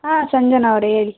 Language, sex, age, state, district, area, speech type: Kannada, female, 18-30, Karnataka, Davanagere, rural, conversation